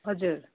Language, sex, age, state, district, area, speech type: Nepali, female, 30-45, West Bengal, Kalimpong, rural, conversation